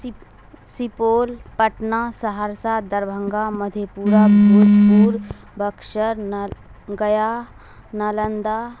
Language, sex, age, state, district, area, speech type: Urdu, female, 45-60, Bihar, Darbhanga, rural, spontaneous